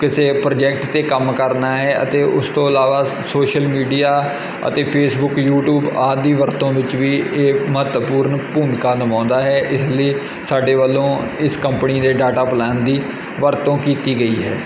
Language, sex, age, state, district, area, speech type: Punjabi, male, 30-45, Punjab, Kapurthala, rural, spontaneous